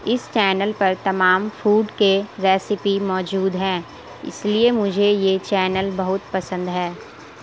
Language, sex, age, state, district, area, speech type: Urdu, female, 18-30, Uttar Pradesh, Gautam Buddha Nagar, urban, spontaneous